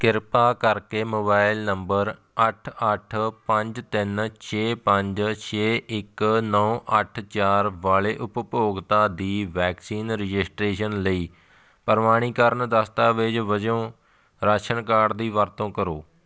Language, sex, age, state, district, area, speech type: Punjabi, male, 30-45, Punjab, Fatehgarh Sahib, rural, read